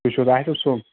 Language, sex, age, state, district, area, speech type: Kashmiri, male, 18-30, Jammu and Kashmir, Kupwara, urban, conversation